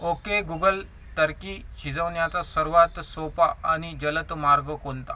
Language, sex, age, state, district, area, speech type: Marathi, male, 18-30, Maharashtra, Washim, rural, read